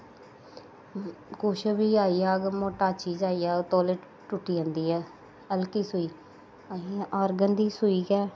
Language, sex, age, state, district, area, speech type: Dogri, female, 30-45, Jammu and Kashmir, Samba, rural, spontaneous